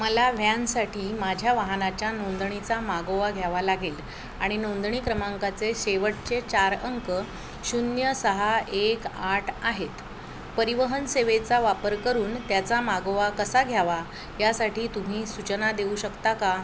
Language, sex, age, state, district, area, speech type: Marathi, female, 45-60, Maharashtra, Thane, rural, read